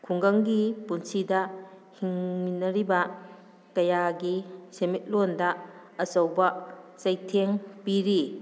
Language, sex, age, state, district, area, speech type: Manipuri, female, 45-60, Manipur, Kakching, rural, spontaneous